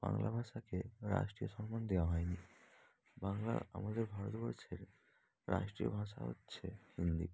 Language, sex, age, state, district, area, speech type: Bengali, male, 18-30, West Bengal, North 24 Parganas, rural, spontaneous